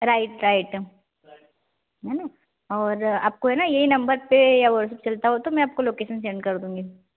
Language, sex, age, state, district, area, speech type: Hindi, female, 18-30, Madhya Pradesh, Ujjain, rural, conversation